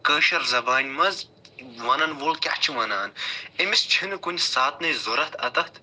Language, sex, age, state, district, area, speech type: Kashmiri, male, 45-60, Jammu and Kashmir, Budgam, urban, spontaneous